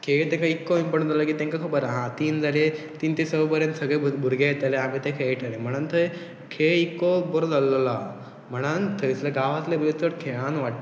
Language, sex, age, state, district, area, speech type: Goan Konkani, male, 18-30, Goa, Pernem, rural, spontaneous